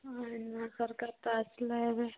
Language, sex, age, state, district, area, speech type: Odia, female, 18-30, Odisha, Nabarangpur, urban, conversation